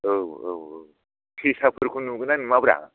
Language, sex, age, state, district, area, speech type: Bodo, male, 60+, Assam, Chirang, rural, conversation